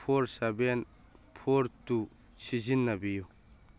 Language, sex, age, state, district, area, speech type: Manipuri, male, 45-60, Manipur, Churachandpur, rural, read